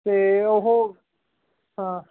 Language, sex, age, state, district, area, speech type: Punjabi, male, 18-30, Punjab, Patiala, urban, conversation